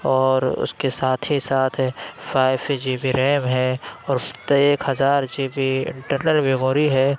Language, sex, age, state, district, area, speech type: Urdu, male, 30-45, Uttar Pradesh, Lucknow, rural, spontaneous